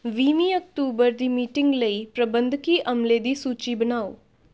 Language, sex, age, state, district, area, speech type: Punjabi, female, 18-30, Punjab, Shaheed Bhagat Singh Nagar, urban, read